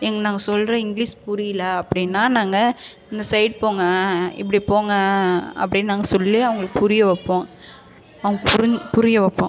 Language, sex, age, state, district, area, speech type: Tamil, female, 30-45, Tamil Nadu, Ariyalur, rural, spontaneous